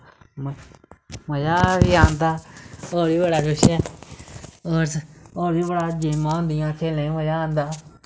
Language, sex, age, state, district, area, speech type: Dogri, male, 18-30, Jammu and Kashmir, Samba, rural, spontaneous